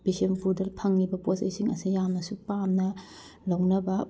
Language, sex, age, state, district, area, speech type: Manipuri, female, 30-45, Manipur, Bishnupur, rural, spontaneous